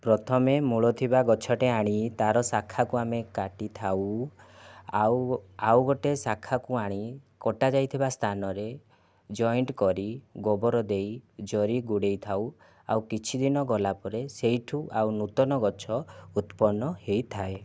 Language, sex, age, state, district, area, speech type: Odia, male, 30-45, Odisha, Kandhamal, rural, spontaneous